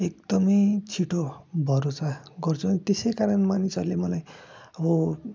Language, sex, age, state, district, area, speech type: Nepali, male, 45-60, West Bengal, Darjeeling, rural, spontaneous